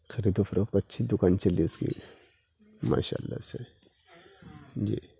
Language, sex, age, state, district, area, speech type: Urdu, male, 18-30, Uttar Pradesh, Gautam Buddha Nagar, rural, spontaneous